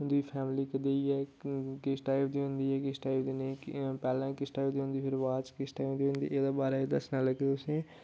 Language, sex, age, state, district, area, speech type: Dogri, male, 30-45, Jammu and Kashmir, Udhampur, rural, spontaneous